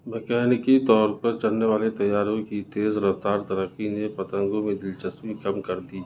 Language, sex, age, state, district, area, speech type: Urdu, male, 30-45, Delhi, South Delhi, urban, read